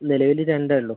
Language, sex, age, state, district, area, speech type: Malayalam, male, 18-30, Kerala, Kozhikode, urban, conversation